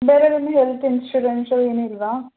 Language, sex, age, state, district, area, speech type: Kannada, female, 18-30, Karnataka, Bidar, urban, conversation